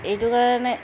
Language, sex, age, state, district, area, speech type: Assamese, female, 18-30, Assam, Kamrup Metropolitan, urban, spontaneous